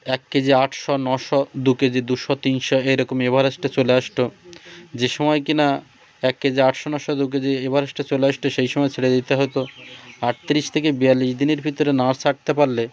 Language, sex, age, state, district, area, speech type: Bengali, male, 30-45, West Bengal, Birbhum, urban, spontaneous